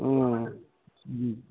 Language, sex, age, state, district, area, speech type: Telugu, male, 60+, Andhra Pradesh, Guntur, urban, conversation